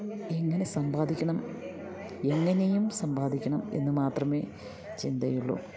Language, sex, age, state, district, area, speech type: Malayalam, female, 45-60, Kerala, Idukki, rural, spontaneous